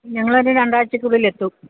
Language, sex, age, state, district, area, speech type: Malayalam, female, 60+, Kerala, Kottayam, rural, conversation